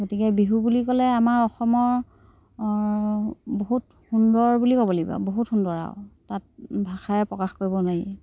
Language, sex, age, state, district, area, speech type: Assamese, female, 60+, Assam, Dhemaji, rural, spontaneous